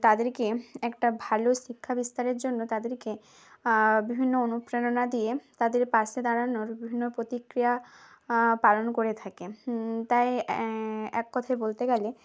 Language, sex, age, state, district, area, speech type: Bengali, female, 18-30, West Bengal, Bankura, rural, spontaneous